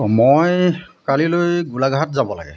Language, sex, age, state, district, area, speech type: Assamese, male, 45-60, Assam, Golaghat, urban, spontaneous